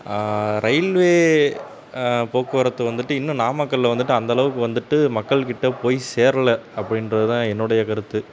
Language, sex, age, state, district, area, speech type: Tamil, male, 30-45, Tamil Nadu, Namakkal, rural, spontaneous